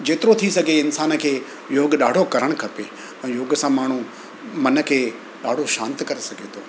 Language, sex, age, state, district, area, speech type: Sindhi, male, 45-60, Gujarat, Surat, urban, spontaneous